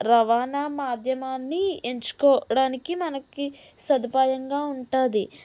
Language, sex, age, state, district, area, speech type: Telugu, female, 18-30, Andhra Pradesh, N T Rama Rao, urban, spontaneous